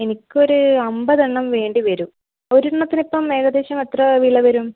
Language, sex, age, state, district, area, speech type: Malayalam, female, 30-45, Kerala, Kannur, rural, conversation